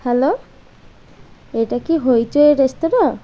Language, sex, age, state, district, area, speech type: Bengali, female, 18-30, West Bengal, Birbhum, urban, spontaneous